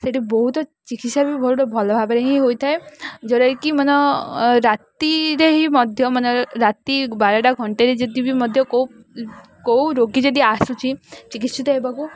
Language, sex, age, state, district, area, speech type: Odia, female, 18-30, Odisha, Ganjam, urban, spontaneous